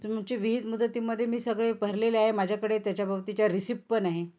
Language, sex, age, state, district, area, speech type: Marathi, female, 45-60, Maharashtra, Nanded, urban, spontaneous